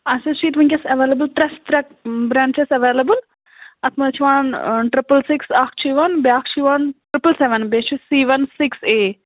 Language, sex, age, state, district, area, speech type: Kashmiri, female, 30-45, Jammu and Kashmir, Anantnag, rural, conversation